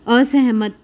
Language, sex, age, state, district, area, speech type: Punjabi, female, 18-30, Punjab, Rupnagar, urban, read